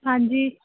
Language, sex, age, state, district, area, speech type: Punjabi, female, 18-30, Punjab, Muktsar, rural, conversation